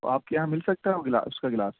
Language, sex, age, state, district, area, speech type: Urdu, male, 18-30, Delhi, South Delhi, urban, conversation